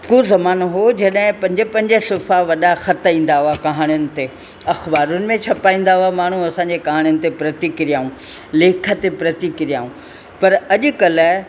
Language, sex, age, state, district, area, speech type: Sindhi, female, 60+, Rajasthan, Ajmer, urban, spontaneous